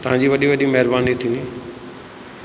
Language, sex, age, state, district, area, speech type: Sindhi, male, 60+, Rajasthan, Ajmer, urban, spontaneous